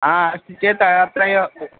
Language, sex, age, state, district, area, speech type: Sanskrit, male, 45-60, Karnataka, Vijayapura, urban, conversation